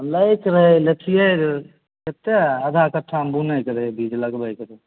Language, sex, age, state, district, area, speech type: Maithili, male, 18-30, Bihar, Begusarai, rural, conversation